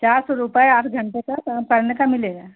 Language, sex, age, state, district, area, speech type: Hindi, female, 60+, Uttar Pradesh, Pratapgarh, rural, conversation